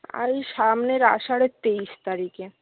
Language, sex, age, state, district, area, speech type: Bengali, female, 60+, West Bengal, Jhargram, rural, conversation